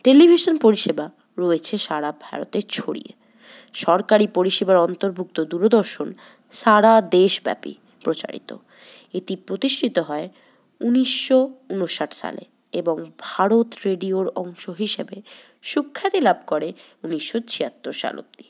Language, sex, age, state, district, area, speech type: Bengali, female, 18-30, West Bengal, Paschim Bardhaman, urban, spontaneous